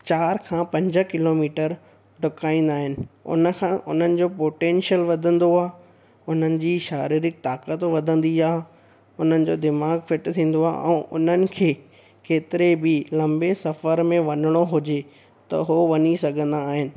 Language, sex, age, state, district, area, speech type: Sindhi, male, 18-30, Gujarat, Surat, urban, spontaneous